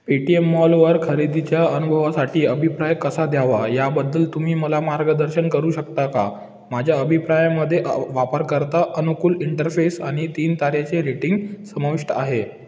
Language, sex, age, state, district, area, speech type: Marathi, male, 18-30, Maharashtra, Ratnagiri, urban, read